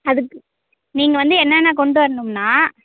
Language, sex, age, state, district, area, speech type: Tamil, female, 18-30, Tamil Nadu, Namakkal, rural, conversation